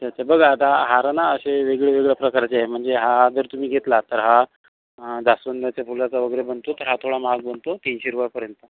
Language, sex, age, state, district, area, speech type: Marathi, female, 30-45, Maharashtra, Amravati, rural, conversation